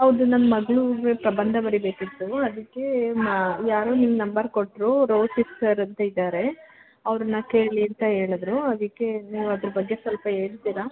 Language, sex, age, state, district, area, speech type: Kannada, female, 30-45, Karnataka, Mandya, rural, conversation